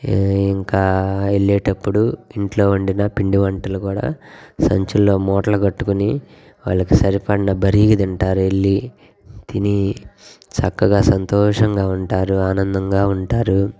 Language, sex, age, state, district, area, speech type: Telugu, male, 30-45, Andhra Pradesh, Guntur, rural, spontaneous